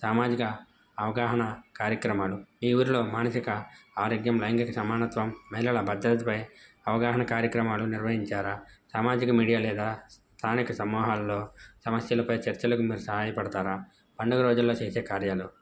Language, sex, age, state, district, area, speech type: Telugu, male, 18-30, Andhra Pradesh, N T Rama Rao, rural, spontaneous